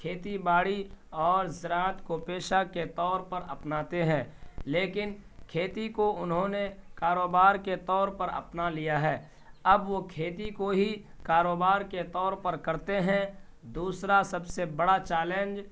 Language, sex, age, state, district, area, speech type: Urdu, male, 18-30, Bihar, Purnia, rural, spontaneous